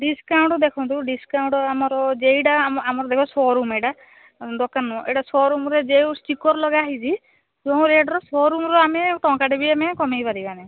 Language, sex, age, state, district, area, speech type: Odia, female, 18-30, Odisha, Balasore, rural, conversation